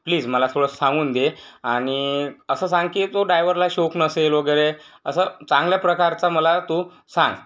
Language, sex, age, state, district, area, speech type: Marathi, male, 18-30, Maharashtra, Yavatmal, rural, spontaneous